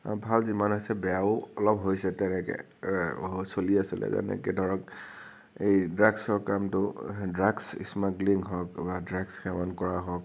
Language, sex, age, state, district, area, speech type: Assamese, male, 18-30, Assam, Nagaon, rural, spontaneous